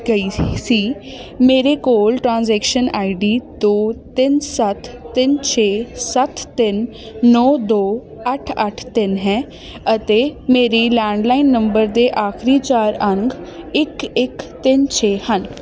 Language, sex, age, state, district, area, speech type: Punjabi, female, 18-30, Punjab, Ludhiana, urban, read